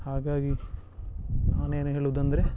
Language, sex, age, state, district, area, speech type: Kannada, male, 30-45, Karnataka, Dakshina Kannada, rural, spontaneous